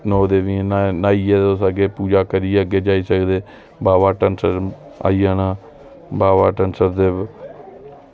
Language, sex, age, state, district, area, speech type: Dogri, male, 30-45, Jammu and Kashmir, Reasi, rural, spontaneous